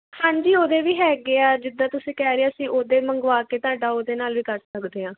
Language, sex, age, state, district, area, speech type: Punjabi, female, 18-30, Punjab, Kapurthala, urban, conversation